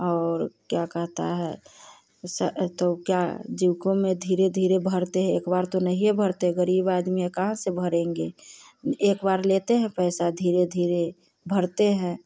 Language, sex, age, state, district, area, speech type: Hindi, female, 30-45, Bihar, Samastipur, rural, spontaneous